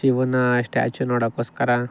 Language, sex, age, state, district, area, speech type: Kannada, male, 18-30, Karnataka, Chikkaballapur, rural, spontaneous